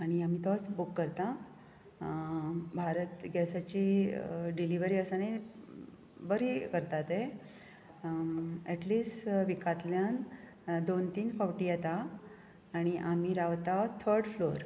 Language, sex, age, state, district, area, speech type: Goan Konkani, female, 45-60, Goa, Bardez, rural, spontaneous